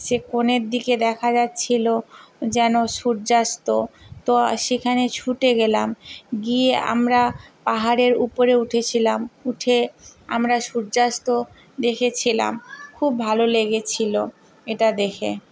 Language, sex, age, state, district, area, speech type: Bengali, female, 60+, West Bengal, Purba Medinipur, rural, spontaneous